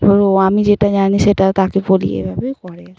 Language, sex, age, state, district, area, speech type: Bengali, female, 45-60, West Bengal, Nadia, rural, spontaneous